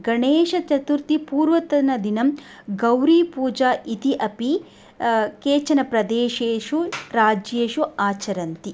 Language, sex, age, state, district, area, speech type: Sanskrit, female, 30-45, Tamil Nadu, Coimbatore, rural, spontaneous